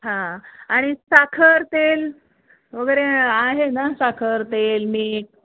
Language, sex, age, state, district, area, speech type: Marathi, female, 45-60, Maharashtra, Osmanabad, rural, conversation